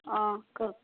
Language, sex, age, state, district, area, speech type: Assamese, female, 30-45, Assam, Dibrugarh, urban, conversation